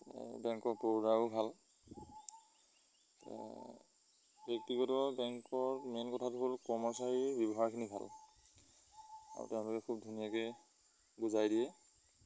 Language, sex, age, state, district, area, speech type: Assamese, male, 30-45, Assam, Lakhimpur, rural, spontaneous